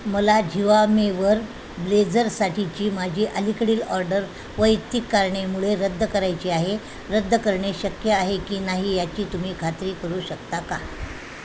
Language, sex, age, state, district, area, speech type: Marathi, female, 60+, Maharashtra, Nanded, rural, read